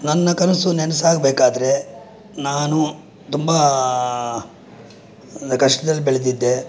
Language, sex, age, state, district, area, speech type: Kannada, male, 60+, Karnataka, Bangalore Urban, rural, spontaneous